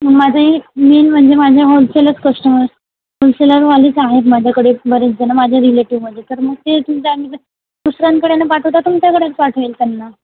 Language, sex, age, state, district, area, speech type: Marathi, female, 18-30, Maharashtra, Washim, urban, conversation